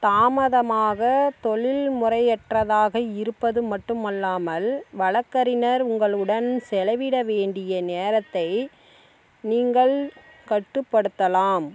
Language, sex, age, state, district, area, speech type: Tamil, female, 30-45, Tamil Nadu, Dharmapuri, rural, read